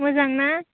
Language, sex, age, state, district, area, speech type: Bodo, female, 18-30, Assam, Baksa, rural, conversation